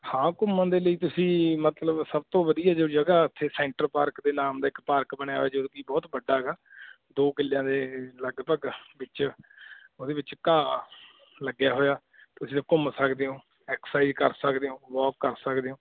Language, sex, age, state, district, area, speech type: Punjabi, male, 30-45, Punjab, Mansa, urban, conversation